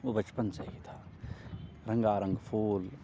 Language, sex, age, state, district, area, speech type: Urdu, male, 18-30, Jammu and Kashmir, Srinagar, rural, spontaneous